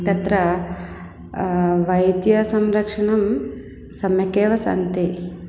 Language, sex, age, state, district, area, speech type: Sanskrit, female, 30-45, Andhra Pradesh, East Godavari, urban, spontaneous